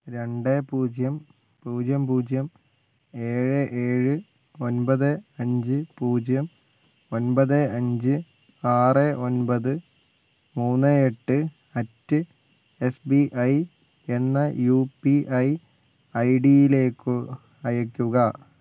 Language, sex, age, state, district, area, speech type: Malayalam, male, 60+, Kerala, Wayanad, rural, read